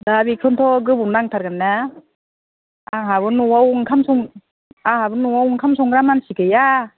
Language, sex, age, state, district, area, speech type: Bodo, female, 45-60, Assam, Udalguri, rural, conversation